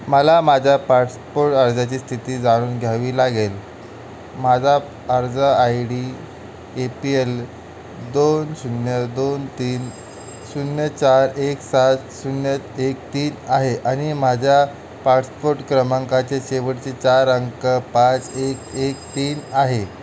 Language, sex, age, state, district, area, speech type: Marathi, male, 18-30, Maharashtra, Mumbai City, urban, read